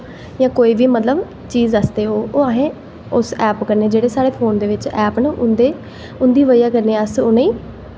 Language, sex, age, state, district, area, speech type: Dogri, female, 18-30, Jammu and Kashmir, Jammu, urban, spontaneous